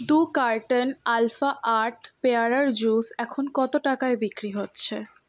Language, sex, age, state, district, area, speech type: Bengali, female, 18-30, West Bengal, Kolkata, urban, read